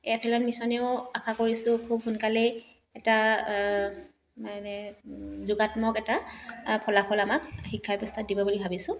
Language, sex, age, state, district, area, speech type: Assamese, female, 30-45, Assam, Dibrugarh, urban, spontaneous